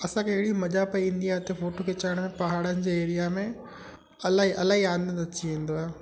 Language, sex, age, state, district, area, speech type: Sindhi, male, 18-30, Gujarat, Kutch, urban, spontaneous